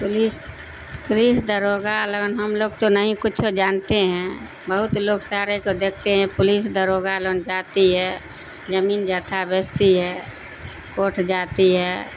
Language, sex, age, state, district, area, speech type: Urdu, female, 60+, Bihar, Darbhanga, rural, spontaneous